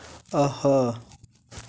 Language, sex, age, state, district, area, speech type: Kashmiri, male, 60+, Jammu and Kashmir, Baramulla, rural, read